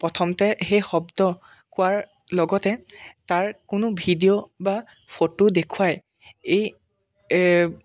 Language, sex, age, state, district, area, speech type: Assamese, male, 18-30, Assam, Jorhat, urban, spontaneous